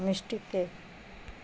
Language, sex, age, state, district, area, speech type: Urdu, female, 60+, Bihar, Gaya, urban, spontaneous